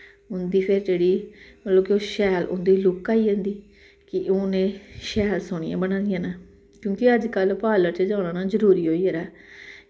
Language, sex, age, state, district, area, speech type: Dogri, female, 30-45, Jammu and Kashmir, Samba, rural, spontaneous